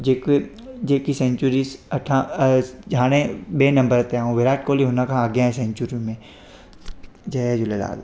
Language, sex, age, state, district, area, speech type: Sindhi, male, 18-30, Gujarat, Surat, urban, spontaneous